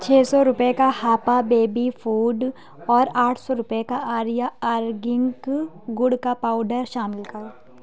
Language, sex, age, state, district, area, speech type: Urdu, female, 30-45, Uttar Pradesh, Lucknow, rural, read